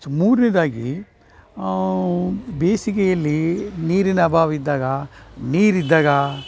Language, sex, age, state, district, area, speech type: Kannada, male, 60+, Karnataka, Dharwad, rural, spontaneous